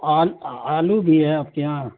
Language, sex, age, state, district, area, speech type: Urdu, male, 45-60, Bihar, Saharsa, rural, conversation